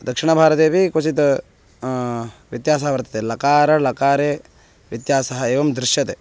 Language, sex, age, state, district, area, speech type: Sanskrit, male, 18-30, Karnataka, Bangalore Rural, urban, spontaneous